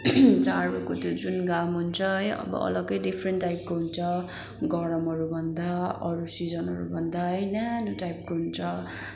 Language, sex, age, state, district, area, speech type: Nepali, female, 18-30, West Bengal, Kalimpong, rural, spontaneous